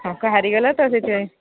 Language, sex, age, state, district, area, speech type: Odia, female, 60+, Odisha, Jharsuguda, rural, conversation